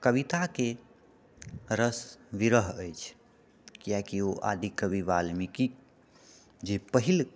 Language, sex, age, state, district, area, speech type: Maithili, male, 30-45, Bihar, Purnia, rural, spontaneous